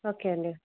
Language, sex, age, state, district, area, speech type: Telugu, female, 18-30, Andhra Pradesh, Kakinada, urban, conversation